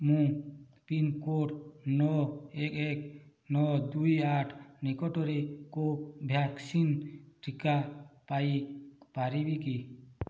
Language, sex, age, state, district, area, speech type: Odia, male, 45-60, Odisha, Boudh, rural, read